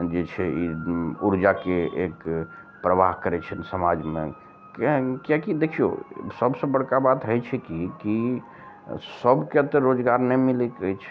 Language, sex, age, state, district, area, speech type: Maithili, male, 45-60, Bihar, Araria, rural, spontaneous